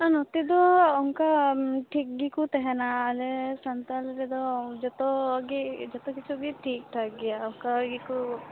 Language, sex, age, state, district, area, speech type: Santali, female, 18-30, West Bengal, Purba Bardhaman, rural, conversation